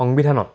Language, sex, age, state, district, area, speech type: Assamese, male, 18-30, Assam, Dibrugarh, rural, spontaneous